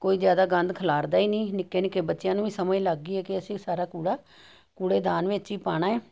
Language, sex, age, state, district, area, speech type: Punjabi, female, 60+, Punjab, Jalandhar, urban, spontaneous